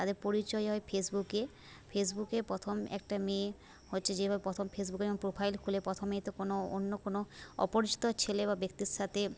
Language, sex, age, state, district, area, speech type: Bengali, female, 30-45, West Bengal, Jhargram, rural, spontaneous